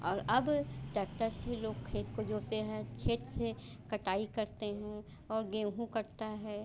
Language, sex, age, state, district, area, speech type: Hindi, female, 45-60, Uttar Pradesh, Chandauli, rural, spontaneous